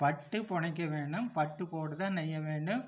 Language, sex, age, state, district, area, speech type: Tamil, male, 60+, Tamil Nadu, Coimbatore, urban, spontaneous